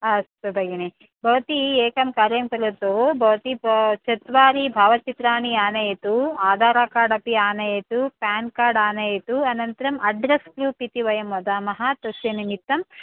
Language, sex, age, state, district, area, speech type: Sanskrit, female, 30-45, Karnataka, Bangalore Urban, urban, conversation